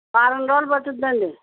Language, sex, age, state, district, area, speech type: Telugu, female, 60+, Andhra Pradesh, Krishna, urban, conversation